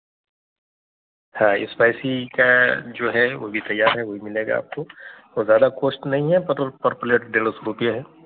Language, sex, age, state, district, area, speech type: Urdu, male, 30-45, Delhi, North East Delhi, urban, conversation